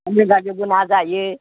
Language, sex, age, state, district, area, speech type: Bodo, female, 60+, Assam, Udalguri, urban, conversation